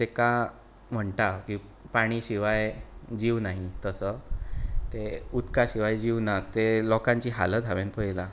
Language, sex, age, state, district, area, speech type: Goan Konkani, male, 30-45, Goa, Bardez, rural, spontaneous